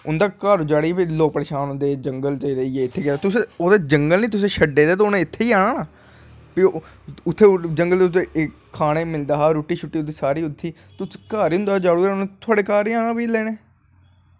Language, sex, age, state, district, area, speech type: Dogri, male, 18-30, Jammu and Kashmir, Jammu, urban, spontaneous